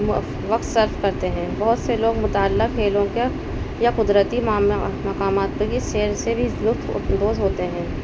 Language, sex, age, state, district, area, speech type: Urdu, female, 30-45, Uttar Pradesh, Balrampur, urban, spontaneous